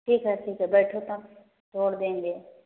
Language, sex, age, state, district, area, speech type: Hindi, female, 30-45, Uttar Pradesh, Prayagraj, rural, conversation